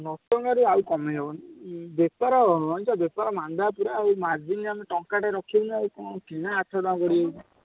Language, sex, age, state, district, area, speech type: Odia, male, 18-30, Odisha, Jagatsinghpur, rural, conversation